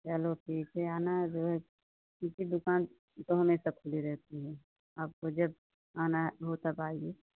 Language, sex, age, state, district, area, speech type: Hindi, female, 30-45, Uttar Pradesh, Pratapgarh, rural, conversation